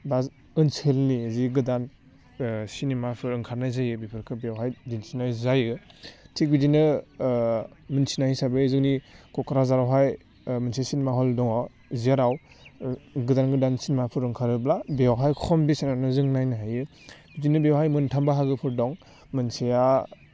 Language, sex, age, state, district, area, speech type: Bodo, male, 18-30, Assam, Udalguri, urban, spontaneous